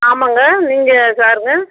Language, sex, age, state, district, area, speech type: Tamil, female, 45-60, Tamil Nadu, Cuddalore, rural, conversation